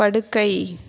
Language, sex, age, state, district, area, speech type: Tamil, female, 60+, Tamil Nadu, Sivaganga, rural, read